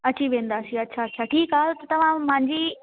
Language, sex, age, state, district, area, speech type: Sindhi, female, 18-30, Delhi, South Delhi, urban, conversation